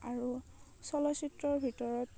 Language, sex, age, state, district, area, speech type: Assamese, female, 18-30, Assam, Darrang, rural, spontaneous